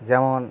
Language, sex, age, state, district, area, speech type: Bengali, male, 60+, West Bengal, Bankura, urban, spontaneous